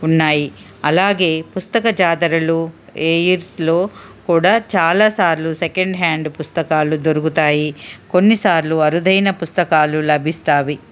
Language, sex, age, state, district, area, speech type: Telugu, female, 45-60, Telangana, Ranga Reddy, urban, spontaneous